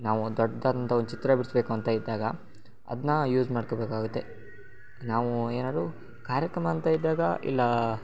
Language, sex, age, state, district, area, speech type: Kannada, male, 18-30, Karnataka, Shimoga, rural, spontaneous